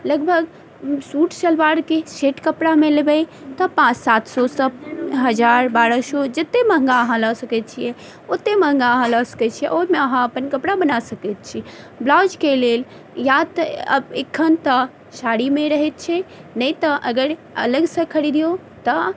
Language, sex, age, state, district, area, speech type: Maithili, female, 30-45, Bihar, Madhubani, rural, spontaneous